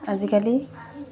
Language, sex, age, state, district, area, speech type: Assamese, female, 30-45, Assam, Dibrugarh, rural, spontaneous